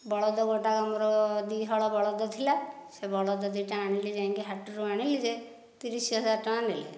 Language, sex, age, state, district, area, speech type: Odia, female, 30-45, Odisha, Dhenkanal, rural, spontaneous